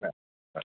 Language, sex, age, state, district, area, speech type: Kannada, male, 45-60, Karnataka, Bidar, urban, conversation